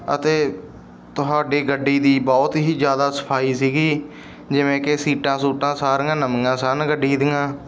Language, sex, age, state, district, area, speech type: Punjabi, male, 18-30, Punjab, Bathinda, rural, spontaneous